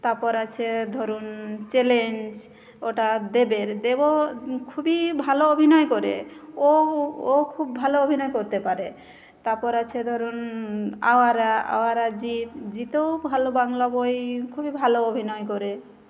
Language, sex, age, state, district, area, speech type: Bengali, female, 30-45, West Bengal, Jhargram, rural, spontaneous